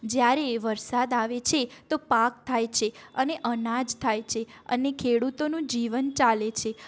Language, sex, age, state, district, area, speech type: Gujarati, female, 45-60, Gujarat, Mehsana, rural, spontaneous